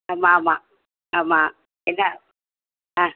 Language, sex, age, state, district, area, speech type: Tamil, female, 60+, Tamil Nadu, Thoothukudi, rural, conversation